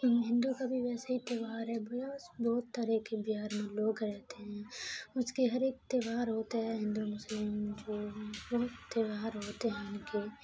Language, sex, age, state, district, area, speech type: Urdu, female, 18-30, Bihar, Khagaria, rural, spontaneous